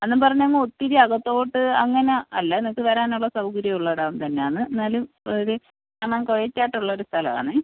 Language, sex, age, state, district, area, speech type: Malayalam, female, 30-45, Kerala, Kollam, rural, conversation